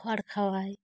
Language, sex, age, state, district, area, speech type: Bengali, female, 30-45, West Bengal, Dakshin Dinajpur, urban, spontaneous